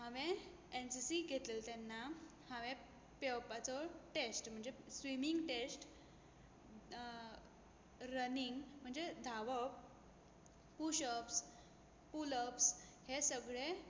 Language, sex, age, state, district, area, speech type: Goan Konkani, female, 18-30, Goa, Tiswadi, rural, spontaneous